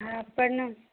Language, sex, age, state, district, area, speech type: Maithili, male, 60+, Bihar, Saharsa, rural, conversation